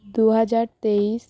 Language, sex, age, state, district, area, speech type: Bengali, female, 30-45, West Bengal, Hooghly, urban, spontaneous